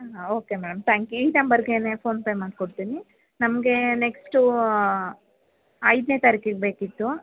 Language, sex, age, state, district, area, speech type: Kannada, female, 18-30, Karnataka, Chamarajanagar, rural, conversation